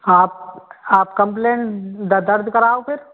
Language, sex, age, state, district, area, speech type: Hindi, male, 18-30, Rajasthan, Bharatpur, rural, conversation